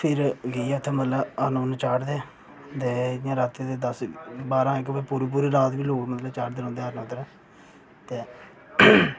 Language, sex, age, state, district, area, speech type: Dogri, male, 18-30, Jammu and Kashmir, Reasi, rural, spontaneous